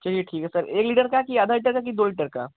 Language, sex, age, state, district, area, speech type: Hindi, male, 18-30, Uttar Pradesh, Chandauli, rural, conversation